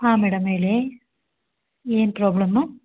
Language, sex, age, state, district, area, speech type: Kannada, female, 30-45, Karnataka, Hassan, urban, conversation